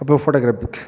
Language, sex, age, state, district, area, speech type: Tamil, male, 18-30, Tamil Nadu, Viluppuram, urban, spontaneous